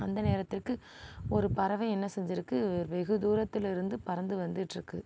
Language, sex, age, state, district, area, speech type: Tamil, female, 45-60, Tamil Nadu, Mayiladuthurai, urban, spontaneous